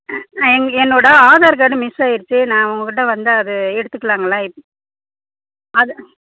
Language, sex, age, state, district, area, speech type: Tamil, female, 30-45, Tamil Nadu, Namakkal, rural, conversation